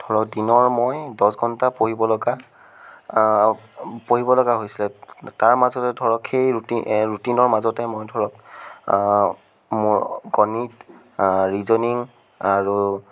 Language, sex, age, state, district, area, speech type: Assamese, male, 30-45, Assam, Sonitpur, urban, spontaneous